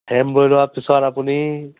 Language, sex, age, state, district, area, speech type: Assamese, male, 30-45, Assam, Biswanath, rural, conversation